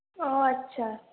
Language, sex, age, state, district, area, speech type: Bengali, female, 30-45, West Bengal, Purulia, urban, conversation